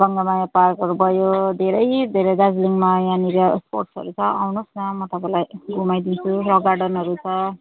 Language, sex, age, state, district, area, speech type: Nepali, female, 30-45, West Bengal, Darjeeling, rural, conversation